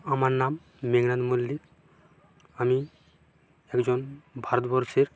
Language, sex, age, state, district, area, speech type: Bengali, male, 45-60, West Bengal, Purba Medinipur, rural, spontaneous